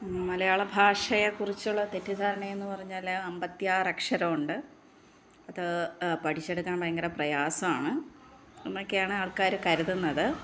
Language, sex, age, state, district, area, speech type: Malayalam, female, 30-45, Kerala, Thiruvananthapuram, rural, spontaneous